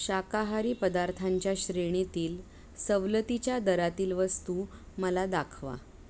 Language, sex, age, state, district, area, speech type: Marathi, female, 30-45, Maharashtra, Mumbai Suburban, urban, read